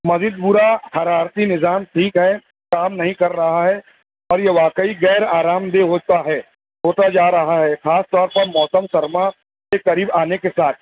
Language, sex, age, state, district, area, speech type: Urdu, male, 45-60, Maharashtra, Nashik, urban, conversation